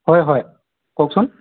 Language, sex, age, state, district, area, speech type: Assamese, male, 18-30, Assam, Morigaon, rural, conversation